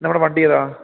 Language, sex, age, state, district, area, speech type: Malayalam, male, 18-30, Kerala, Idukki, rural, conversation